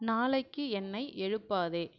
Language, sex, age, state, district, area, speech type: Tamil, female, 30-45, Tamil Nadu, Cuddalore, rural, read